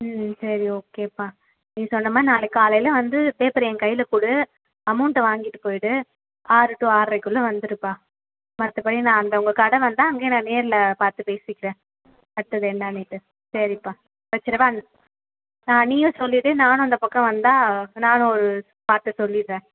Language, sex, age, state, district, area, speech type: Tamil, female, 30-45, Tamil Nadu, Cuddalore, urban, conversation